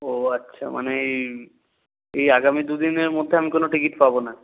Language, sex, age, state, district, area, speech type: Bengali, male, 18-30, West Bengal, North 24 Parganas, rural, conversation